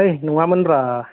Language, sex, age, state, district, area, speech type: Bodo, male, 18-30, Assam, Kokrajhar, rural, conversation